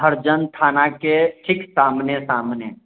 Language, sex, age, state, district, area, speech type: Maithili, male, 18-30, Bihar, Sitamarhi, rural, conversation